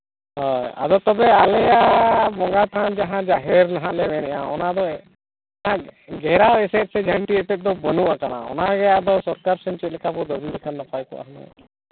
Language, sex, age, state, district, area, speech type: Santali, male, 60+, Jharkhand, East Singhbhum, rural, conversation